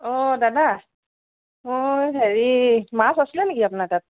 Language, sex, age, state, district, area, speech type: Assamese, female, 30-45, Assam, Sonitpur, rural, conversation